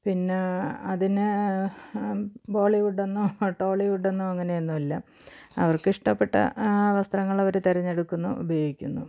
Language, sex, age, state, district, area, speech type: Malayalam, female, 45-60, Kerala, Thiruvananthapuram, rural, spontaneous